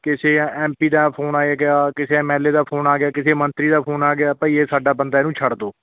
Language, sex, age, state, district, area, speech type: Punjabi, male, 30-45, Punjab, Bathinda, urban, conversation